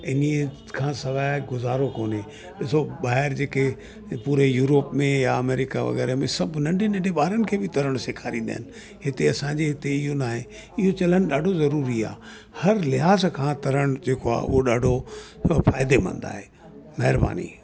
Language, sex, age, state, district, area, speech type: Sindhi, male, 60+, Delhi, South Delhi, urban, spontaneous